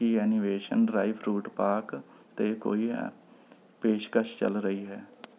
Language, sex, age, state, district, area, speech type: Punjabi, male, 30-45, Punjab, Rupnagar, rural, read